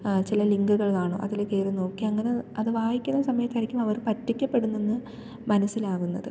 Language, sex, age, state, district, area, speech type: Malayalam, female, 18-30, Kerala, Thiruvananthapuram, rural, spontaneous